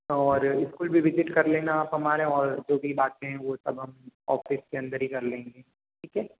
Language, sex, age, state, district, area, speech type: Hindi, male, 18-30, Rajasthan, Jodhpur, urban, conversation